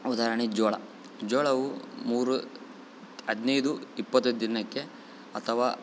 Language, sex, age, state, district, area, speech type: Kannada, male, 18-30, Karnataka, Bellary, rural, spontaneous